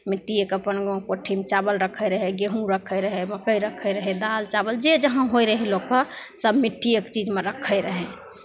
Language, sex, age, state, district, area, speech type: Maithili, female, 18-30, Bihar, Begusarai, urban, spontaneous